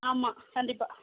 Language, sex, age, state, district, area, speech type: Tamil, female, 60+, Tamil Nadu, Mayiladuthurai, urban, conversation